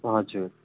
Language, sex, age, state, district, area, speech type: Nepali, male, 18-30, West Bengal, Darjeeling, rural, conversation